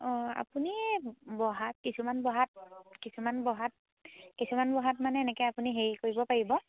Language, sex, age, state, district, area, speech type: Assamese, female, 18-30, Assam, Majuli, urban, conversation